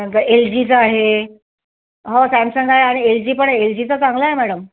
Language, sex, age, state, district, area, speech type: Marathi, female, 30-45, Maharashtra, Amravati, urban, conversation